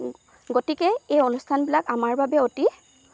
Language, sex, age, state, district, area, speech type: Assamese, female, 18-30, Assam, Lakhimpur, rural, spontaneous